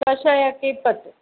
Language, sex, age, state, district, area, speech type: Kannada, female, 30-45, Karnataka, Udupi, rural, conversation